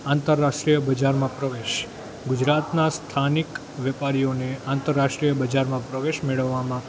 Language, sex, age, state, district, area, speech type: Gujarati, male, 18-30, Gujarat, Junagadh, urban, spontaneous